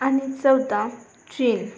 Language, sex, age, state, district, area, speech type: Marathi, female, 18-30, Maharashtra, Amravati, urban, spontaneous